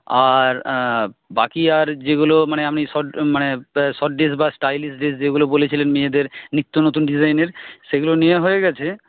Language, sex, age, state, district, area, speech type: Bengali, male, 30-45, West Bengal, Jhargram, rural, conversation